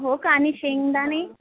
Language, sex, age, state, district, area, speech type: Marathi, female, 18-30, Maharashtra, Akola, rural, conversation